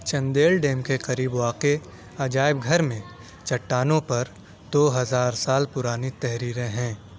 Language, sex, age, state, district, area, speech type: Urdu, male, 18-30, Delhi, South Delhi, urban, read